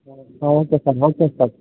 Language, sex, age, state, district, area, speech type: Kannada, male, 18-30, Karnataka, Kolar, rural, conversation